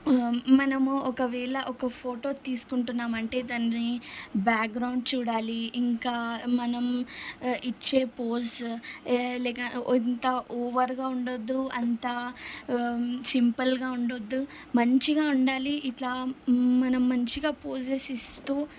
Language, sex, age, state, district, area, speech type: Telugu, female, 18-30, Telangana, Ranga Reddy, urban, spontaneous